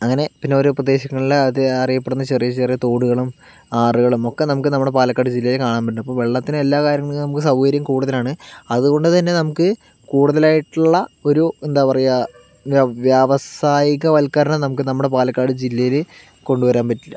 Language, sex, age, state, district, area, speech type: Malayalam, male, 30-45, Kerala, Palakkad, rural, spontaneous